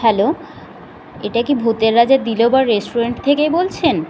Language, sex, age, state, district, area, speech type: Bengali, female, 30-45, West Bengal, Kolkata, urban, spontaneous